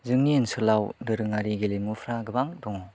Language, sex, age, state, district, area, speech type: Bodo, male, 18-30, Assam, Chirang, urban, spontaneous